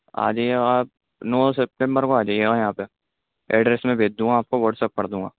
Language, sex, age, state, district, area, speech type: Urdu, male, 18-30, Delhi, East Delhi, urban, conversation